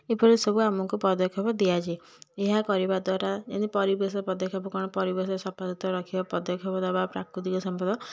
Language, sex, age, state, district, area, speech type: Odia, female, 18-30, Odisha, Puri, urban, spontaneous